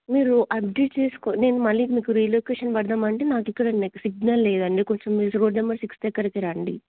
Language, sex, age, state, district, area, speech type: Telugu, female, 18-30, Telangana, Ranga Reddy, urban, conversation